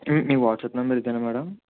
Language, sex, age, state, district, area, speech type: Telugu, male, 45-60, Andhra Pradesh, Kakinada, urban, conversation